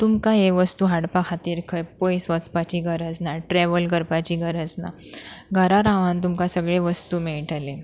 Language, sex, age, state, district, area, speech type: Goan Konkani, female, 18-30, Goa, Pernem, rural, spontaneous